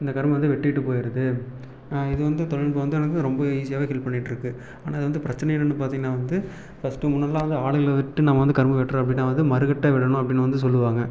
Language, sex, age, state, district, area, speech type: Tamil, male, 18-30, Tamil Nadu, Erode, rural, spontaneous